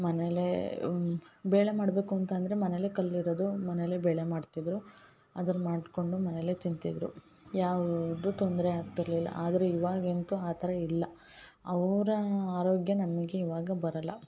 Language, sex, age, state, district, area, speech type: Kannada, female, 18-30, Karnataka, Hassan, urban, spontaneous